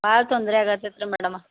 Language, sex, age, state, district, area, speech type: Kannada, female, 60+, Karnataka, Belgaum, rural, conversation